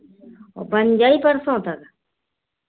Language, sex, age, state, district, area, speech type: Hindi, female, 60+, Uttar Pradesh, Hardoi, rural, conversation